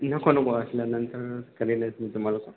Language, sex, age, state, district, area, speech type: Marathi, male, 18-30, Maharashtra, Akola, rural, conversation